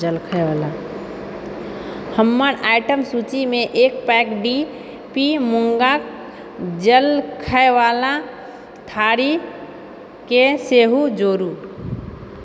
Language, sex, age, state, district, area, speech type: Maithili, female, 30-45, Bihar, Purnia, rural, read